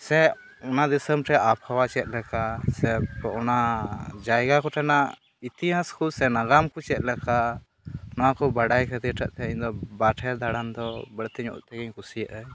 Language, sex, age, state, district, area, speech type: Santali, male, 18-30, West Bengal, Malda, rural, spontaneous